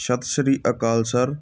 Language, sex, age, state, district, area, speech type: Punjabi, male, 30-45, Punjab, Hoshiarpur, urban, spontaneous